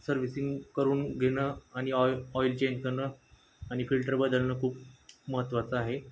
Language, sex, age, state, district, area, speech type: Marathi, male, 30-45, Maharashtra, Osmanabad, rural, spontaneous